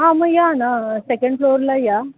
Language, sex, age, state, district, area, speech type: Marathi, female, 45-60, Maharashtra, Thane, rural, conversation